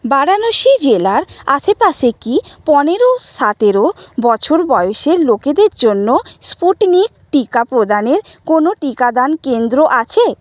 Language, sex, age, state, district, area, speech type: Bengali, female, 45-60, West Bengal, Purba Medinipur, rural, read